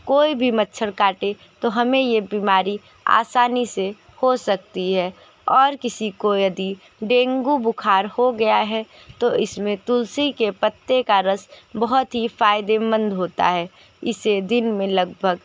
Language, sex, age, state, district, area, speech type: Hindi, female, 30-45, Uttar Pradesh, Sonbhadra, rural, spontaneous